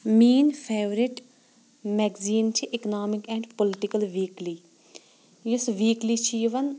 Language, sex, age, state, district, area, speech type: Kashmiri, female, 30-45, Jammu and Kashmir, Shopian, rural, spontaneous